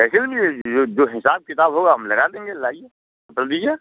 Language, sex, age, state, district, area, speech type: Hindi, male, 60+, Bihar, Muzaffarpur, rural, conversation